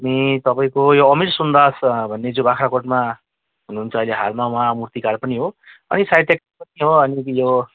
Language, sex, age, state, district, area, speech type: Nepali, male, 45-60, West Bengal, Jalpaiguri, rural, conversation